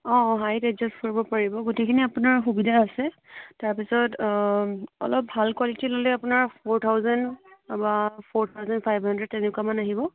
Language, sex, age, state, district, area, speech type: Assamese, female, 18-30, Assam, Biswanath, rural, conversation